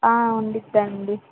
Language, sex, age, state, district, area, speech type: Telugu, female, 18-30, Andhra Pradesh, Srikakulam, urban, conversation